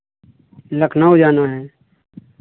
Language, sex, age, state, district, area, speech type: Hindi, male, 45-60, Uttar Pradesh, Lucknow, urban, conversation